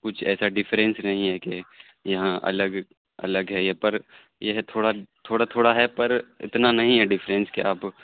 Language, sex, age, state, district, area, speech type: Urdu, male, 30-45, Bihar, Supaul, rural, conversation